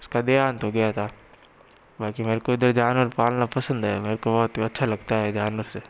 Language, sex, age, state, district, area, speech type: Hindi, male, 60+, Rajasthan, Jodhpur, urban, spontaneous